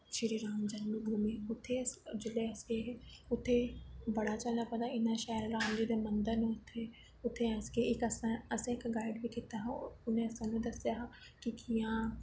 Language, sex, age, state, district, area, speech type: Dogri, female, 18-30, Jammu and Kashmir, Reasi, urban, spontaneous